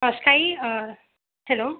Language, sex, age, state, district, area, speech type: Tamil, female, 18-30, Tamil Nadu, Tiruvallur, urban, conversation